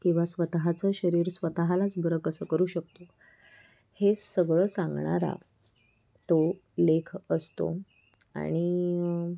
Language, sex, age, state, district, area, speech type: Marathi, female, 18-30, Maharashtra, Sindhudurg, rural, spontaneous